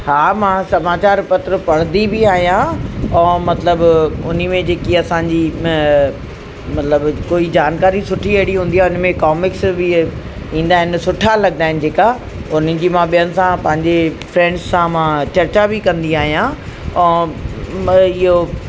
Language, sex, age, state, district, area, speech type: Sindhi, female, 45-60, Uttar Pradesh, Lucknow, urban, spontaneous